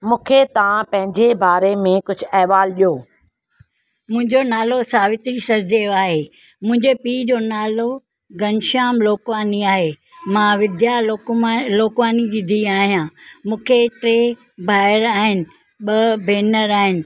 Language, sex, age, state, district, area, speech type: Sindhi, female, 60+, Maharashtra, Thane, urban, spontaneous